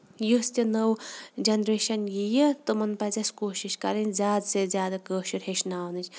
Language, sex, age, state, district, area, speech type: Kashmiri, female, 30-45, Jammu and Kashmir, Shopian, urban, spontaneous